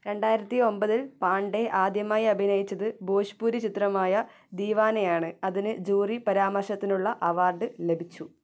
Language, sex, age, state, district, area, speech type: Malayalam, female, 18-30, Kerala, Kasaragod, rural, read